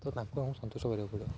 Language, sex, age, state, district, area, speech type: Odia, male, 18-30, Odisha, Jagatsinghpur, rural, spontaneous